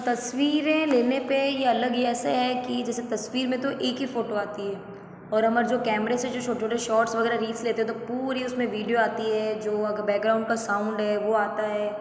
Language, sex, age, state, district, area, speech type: Hindi, female, 30-45, Rajasthan, Jodhpur, urban, spontaneous